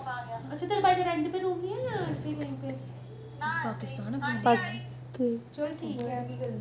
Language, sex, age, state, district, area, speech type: Dogri, female, 18-30, Jammu and Kashmir, Udhampur, urban, spontaneous